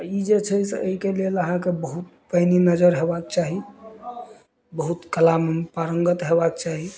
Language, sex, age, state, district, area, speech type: Maithili, male, 30-45, Bihar, Madhubani, rural, spontaneous